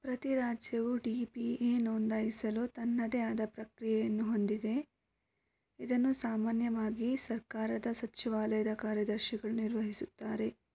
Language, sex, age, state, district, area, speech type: Kannada, female, 18-30, Karnataka, Shimoga, rural, read